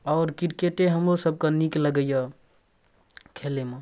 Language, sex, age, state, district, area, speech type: Maithili, male, 18-30, Bihar, Darbhanga, rural, spontaneous